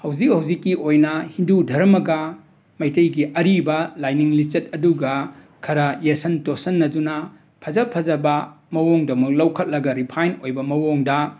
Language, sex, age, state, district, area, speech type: Manipuri, male, 60+, Manipur, Imphal West, urban, spontaneous